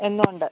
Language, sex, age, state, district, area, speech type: Malayalam, female, 45-60, Kerala, Idukki, rural, conversation